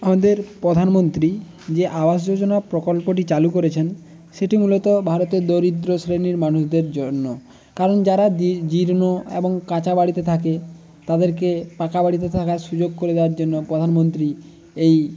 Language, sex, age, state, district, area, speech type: Bengali, male, 18-30, West Bengal, Jhargram, rural, spontaneous